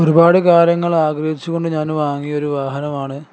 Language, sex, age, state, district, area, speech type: Malayalam, male, 18-30, Kerala, Kozhikode, rural, spontaneous